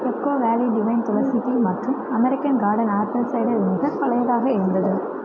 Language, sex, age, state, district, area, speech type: Tamil, female, 18-30, Tamil Nadu, Sivaganga, rural, read